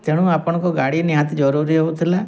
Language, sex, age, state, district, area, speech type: Odia, male, 45-60, Odisha, Mayurbhanj, rural, spontaneous